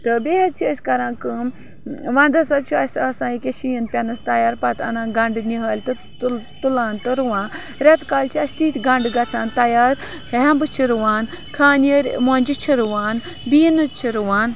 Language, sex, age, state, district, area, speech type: Kashmiri, female, 18-30, Jammu and Kashmir, Bandipora, rural, spontaneous